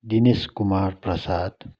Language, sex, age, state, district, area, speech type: Nepali, male, 30-45, West Bengal, Darjeeling, rural, spontaneous